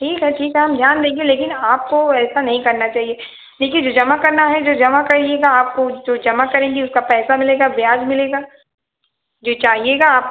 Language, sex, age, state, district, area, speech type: Hindi, female, 45-60, Uttar Pradesh, Ayodhya, rural, conversation